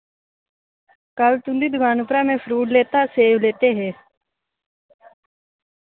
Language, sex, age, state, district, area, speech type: Dogri, female, 18-30, Jammu and Kashmir, Reasi, rural, conversation